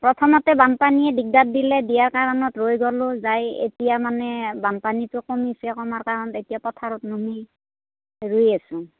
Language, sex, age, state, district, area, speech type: Assamese, female, 45-60, Assam, Darrang, rural, conversation